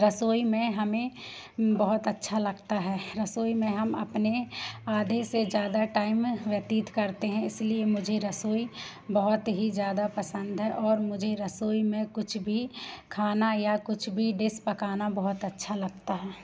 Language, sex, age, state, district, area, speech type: Hindi, female, 18-30, Madhya Pradesh, Seoni, urban, spontaneous